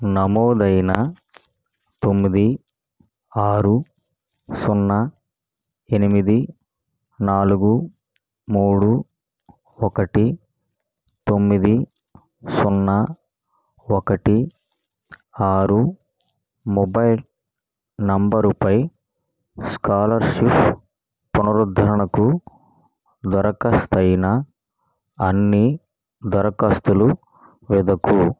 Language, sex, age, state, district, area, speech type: Telugu, male, 45-60, Andhra Pradesh, East Godavari, rural, read